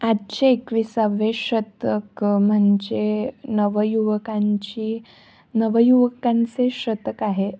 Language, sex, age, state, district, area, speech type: Marathi, female, 18-30, Maharashtra, Nashik, urban, spontaneous